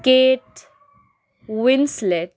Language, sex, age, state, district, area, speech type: Bengali, female, 18-30, West Bengal, Howrah, urban, spontaneous